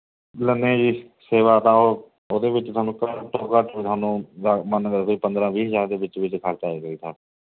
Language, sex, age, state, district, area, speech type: Punjabi, male, 30-45, Punjab, Mohali, rural, conversation